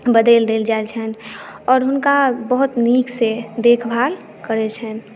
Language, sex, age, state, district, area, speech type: Maithili, female, 18-30, Bihar, Madhubani, rural, spontaneous